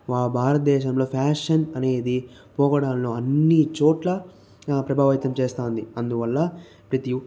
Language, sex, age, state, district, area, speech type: Telugu, male, 30-45, Andhra Pradesh, Chittoor, rural, spontaneous